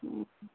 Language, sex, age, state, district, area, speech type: Maithili, female, 45-60, Bihar, Madhubani, rural, conversation